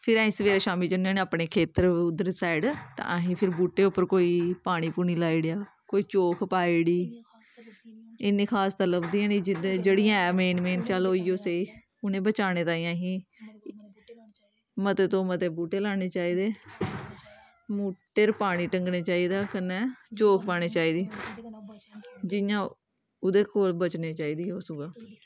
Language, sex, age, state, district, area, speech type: Dogri, female, 18-30, Jammu and Kashmir, Kathua, rural, spontaneous